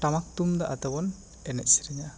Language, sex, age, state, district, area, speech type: Santali, male, 18-30, West Bengal, Bankura, rural, spontaneous